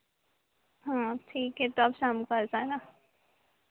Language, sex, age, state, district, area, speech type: Hindi, female, 18-30, Madhya Pradesh, Harda, urban, conversation